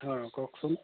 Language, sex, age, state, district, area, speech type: Assamese, male, 45-60, Assam, Golaghat, rural, conversation